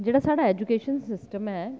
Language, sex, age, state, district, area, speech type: Dogri, female, 30-45, Jammu and Kashmir, Jammu, urban, spontaneous